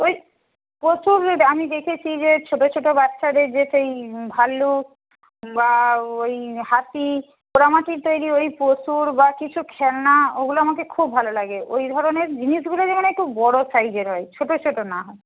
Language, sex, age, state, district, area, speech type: Bengali, female, 60+, West Bengal, Purba Medinipur, rural, conversation